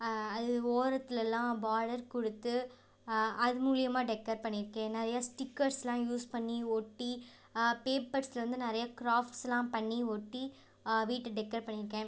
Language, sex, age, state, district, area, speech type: Tamil, female, 18-30, Tamil Nadu, Ariyalur, rural, spontaneous